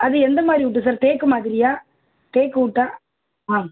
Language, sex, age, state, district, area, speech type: Tamil, female, 30-45, Tamil Nadu, Tiruvallur, urban, conversation